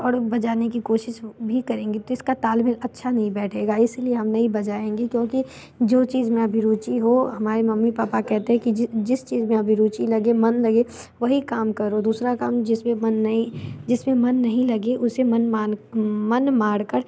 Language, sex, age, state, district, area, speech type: Hindi, female, 18-30, Bihar, Muzaffarpur, rural, spontaneous